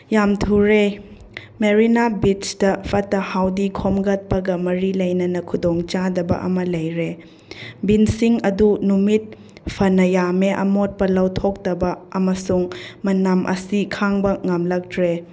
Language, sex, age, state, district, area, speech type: Manipuri, female, 30-45, Manipur, Chandel, rural, read